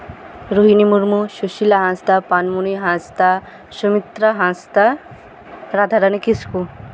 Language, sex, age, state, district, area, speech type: Santali, female, 18-30, West Bengal, Birbhum, rural, spontaneous